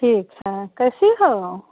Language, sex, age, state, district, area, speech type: Hindi, female, 30-45, Bihar, Muzaffarpur, rural, conversation